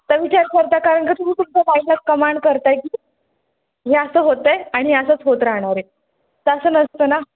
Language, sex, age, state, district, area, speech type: Marathi, female, 18-30, Maharashtra, Pune, urban, conversation